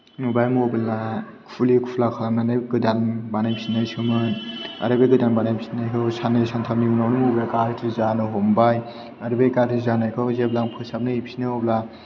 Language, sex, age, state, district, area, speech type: Bodo, male, 18-30, Assam, Chirang, rural, spontaneous